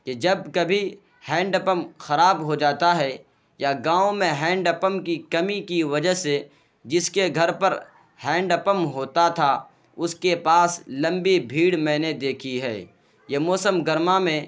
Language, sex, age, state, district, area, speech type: Urdu, male, 18-30, Bihar, Purnia, rural, spontaneous